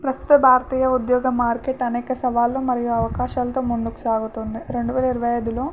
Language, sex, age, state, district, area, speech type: Telugu, female, 18-30, Telangana, Nagarkurnool, urban, spontaneous